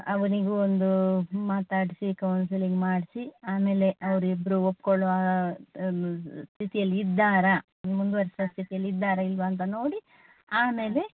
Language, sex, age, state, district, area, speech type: Kannada, female, 45-60, Karnataka, Dakshina Kannada, urban, conversation